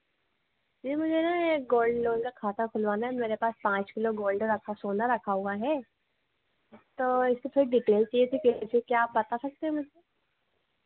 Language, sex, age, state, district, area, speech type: Hindi, female, 18-30, Madhya Pradesh, Harda, urban, conversation